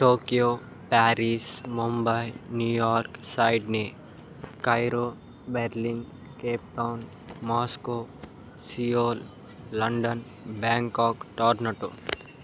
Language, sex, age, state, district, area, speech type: Telugu, male, 18-30, Andhra Pradesh, Nandyal, urban, spontaneous